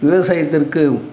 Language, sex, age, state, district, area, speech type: Tamil, male, 45-60, Tamil Nadu, Dharmapuri, rural, spontaneous